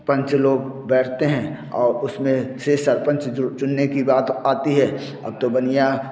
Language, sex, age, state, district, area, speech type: Hindi, male, 45-60, Uttar Pradesh, Bhadohi, urban, spontaneous